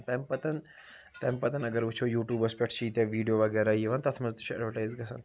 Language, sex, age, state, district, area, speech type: Kashmiri, male, 30-45, Jammu and Kashmir, Srinagar, urban, spontaneous